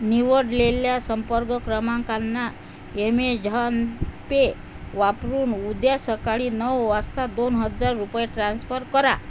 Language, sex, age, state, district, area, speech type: Marathi, female, 45-60, Maharashtra, Amravati, rural, read